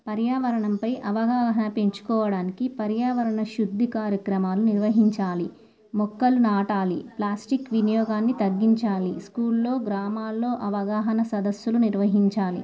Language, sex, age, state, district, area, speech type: Telugu, female, 18-30, Telangana, Komaram Bheem, urban, spontaneous